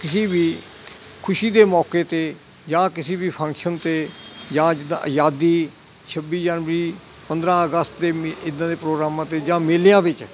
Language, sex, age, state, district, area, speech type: Punjabi, male, 60+, Punjab, Hoshiarpur, rural, spontaneous